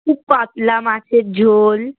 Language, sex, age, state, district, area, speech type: Bengali, female, 18-30, West Bengal, North 24 Parganas, rural, conversation